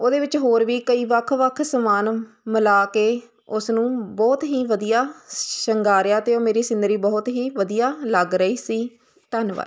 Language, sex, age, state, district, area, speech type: Punjabi, female, 30-45, Punjab, Hoshiarpur, rural, spontaneous